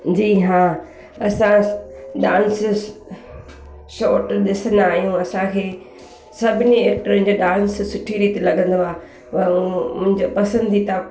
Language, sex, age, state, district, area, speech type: Sindhi, female, 30-45, Gujarat, Junagadh, urban, spontaneous